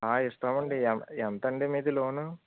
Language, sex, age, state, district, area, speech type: Telugu, male, 18-30, Andhra Pradesh, Eluru, rural, conversation